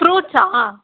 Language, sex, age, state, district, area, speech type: Tamil, female, 18-30, Tamil Nadu, Ranipet, urban, conversation